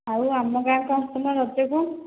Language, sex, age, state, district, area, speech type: Odia, female, 18-30, Odisha, Dhenkanal, rural, conversation